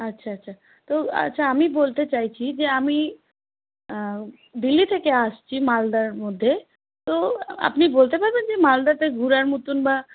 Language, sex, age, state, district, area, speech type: Bengali, female, 18-30, West Bengal, Malda, rural, conversation